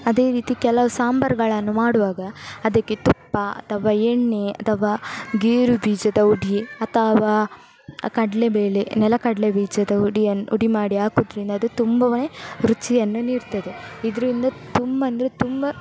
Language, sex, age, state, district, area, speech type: Kannada, female, 18-30, Karnataka, Udupi, rural, spontaneous